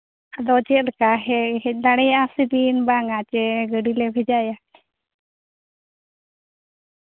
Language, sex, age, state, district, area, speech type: Santali, female, 30-45, Jharkhand, Seraikela Kharsawan, rural, conversation